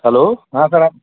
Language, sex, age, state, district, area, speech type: Hindi, male, 30-45, Uttar Pradesh, Chandauli, urban, conversation